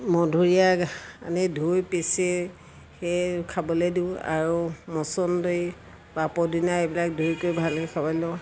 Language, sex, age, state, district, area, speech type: Assamese, female, 60+, Assam, Golaghat, urban, spontaneous